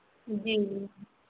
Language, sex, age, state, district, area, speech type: Hindi, female, 30-45, Uttar Pradesh, Ghazipur, rural, conversation